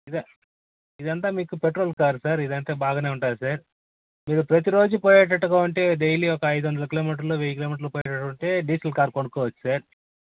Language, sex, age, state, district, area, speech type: Telugu, male, 45-60, Andhra Pradesh, Sri Balaji, urban, conversation